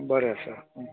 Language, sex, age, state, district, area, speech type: Goan Konkani, female, 60+, Goa, Canacona, rural, conversation